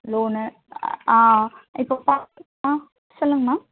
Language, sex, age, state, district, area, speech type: Tamil, female, 30-45, Tamil Nadu, Chennai, urban, conversation